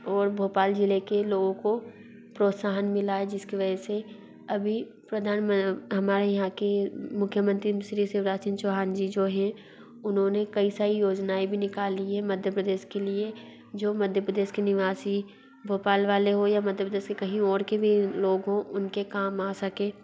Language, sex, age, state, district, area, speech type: Hindi, female, 45-60, Madhya Pradesh, Bhopal, urban, spontaneous